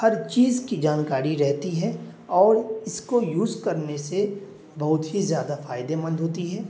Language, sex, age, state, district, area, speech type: Urdu, male, 18-30, Bihar, Darbhanga, urban, spontaneous